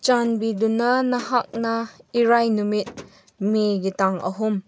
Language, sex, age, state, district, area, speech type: Manipuri, female, 45-60, Manipur, Chandel, rural, read